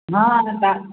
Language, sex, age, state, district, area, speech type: Maithili, female, 45-60, Bihar, Darbhanga, urban, conversation